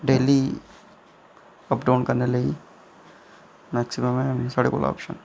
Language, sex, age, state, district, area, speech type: Dogri, male, 18-30, Jammu and Kashmir, Reasi, rural, spontaneous